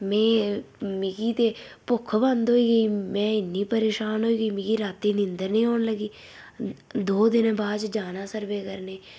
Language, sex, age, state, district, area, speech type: Dogri, female, 18-30, Jammu and Kashmir, Udhampur, rural, spontaneous